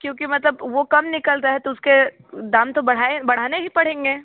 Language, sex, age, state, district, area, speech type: Hindi, female, 30-45, Uttar Pradesh, Sonbhadra, rural, conversation